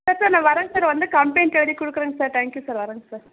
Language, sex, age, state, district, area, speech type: Tamil, female, 30-45, Tamil Nadu, Dharmapuri, rural, conversation